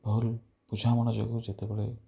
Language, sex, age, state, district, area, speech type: Odia, male, 30-45, Odisha, Rayagada, rural, spontaneous